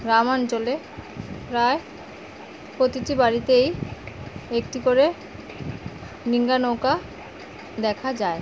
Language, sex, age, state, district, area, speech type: Bengali, female, 30-45, West Bengal, Alipurduar, rural, spontaneous